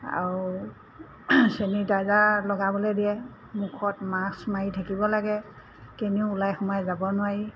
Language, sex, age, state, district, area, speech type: Assamese, female, 60+, Assam, Golaghat, urban, spontaneous